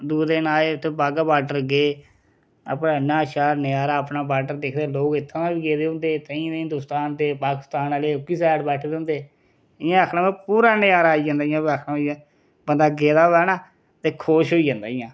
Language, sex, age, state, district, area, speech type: Dogri, male, 30-45, Jammu and Kashmir, Reasi, rural, spontaneous